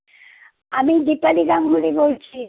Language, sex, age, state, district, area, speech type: Bengali, female, 60+, West Bengal, Kolkata, urban, conversation